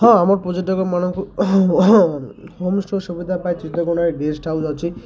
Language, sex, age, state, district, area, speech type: Odia, male, 30-45, Odisha, Malkangiri, urban, spontaneous